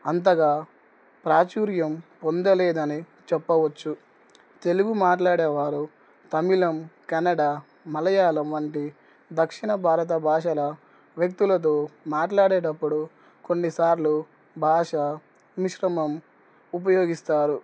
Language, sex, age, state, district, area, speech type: Telugu, male, 18-30, Telangana, Nizamabad, urban, spontaneous